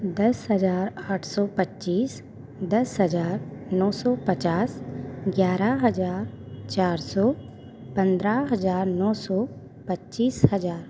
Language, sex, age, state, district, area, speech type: Hindi, female, 18-30, Madhya Pradesh, Hoshangabad, urban, spontaneous